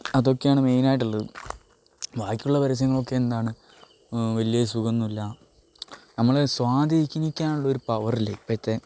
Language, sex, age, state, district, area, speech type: Malayalam, male, 18-30, Kerala, Wayanad, rural, spontaneous